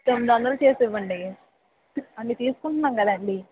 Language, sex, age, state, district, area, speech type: Telugu, female, 45-60, Andhra Pradesh, N T Rama Rao, urban, conversation